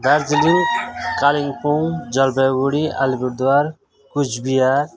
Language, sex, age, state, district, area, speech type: Nepali, male, 45-60, West Bengal, Jalpaiguri, urban, spontaneous